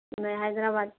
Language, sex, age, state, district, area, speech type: Urdu, female, 18-30, Telangana, Hyderabad, urban, conversation